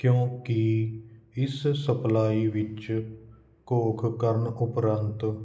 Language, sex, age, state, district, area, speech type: Punjabi, male, 30-45, Punjab, Kapurthala, urban, read